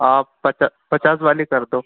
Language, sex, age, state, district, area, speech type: Hindi, male, 18-30, Madhya Pradesh, Harda, urban, conversation